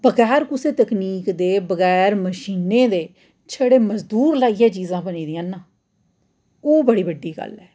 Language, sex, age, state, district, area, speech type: Dogri, female, 30-45, Jammu and Kashmir, Jammu, urban, spontaneous